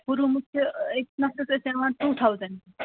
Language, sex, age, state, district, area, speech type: Kashmiri, female, 30-45, Jammu and Kashmir, Kupwara, rural, conversation